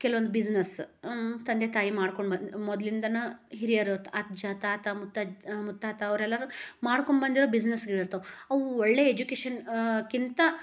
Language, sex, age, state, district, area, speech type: Kannada, female, 30-45, Karnataka, Gadag, rural, spontaneous